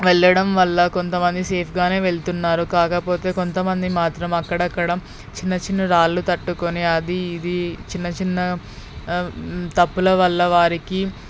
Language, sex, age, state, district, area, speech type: Telugu, female, 18-30, Telangana, Peddapalli, rural, spontaneous